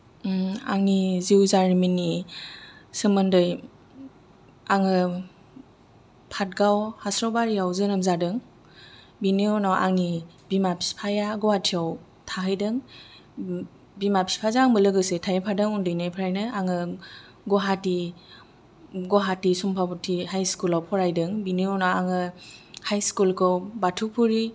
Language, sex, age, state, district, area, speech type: Bodo, female, 45-60, Assam, Kokrajhar, rural, spontaneous